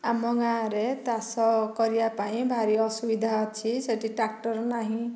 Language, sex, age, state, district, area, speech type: Odia, female, 45-60, Odisha, Dhenkanal, rural, spontaneous